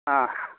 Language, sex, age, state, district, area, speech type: Manipuri, male, 45-60, Manipur, Imphal East, rural, conversation